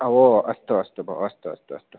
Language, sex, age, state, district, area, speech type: Sanskrit, male, 18-30, Karnataka, Uttara Kannada, rural, conversation